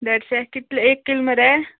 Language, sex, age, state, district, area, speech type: Goan Konkani, female, 18-30, Goa, Canacona, rural, conversation